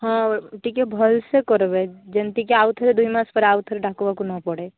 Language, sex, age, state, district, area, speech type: Odia, female, 18-30, Odisha, Malkangiri, urban, conversation